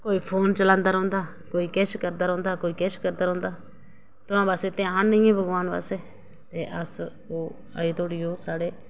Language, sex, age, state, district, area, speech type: Dogri, female, 30-45, Jammu and Kashmir, Reasi, rural, spontaneous